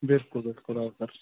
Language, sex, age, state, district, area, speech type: Dogri, male, 18-30, Jammu and Kashmir, Udhampur, rural, conversation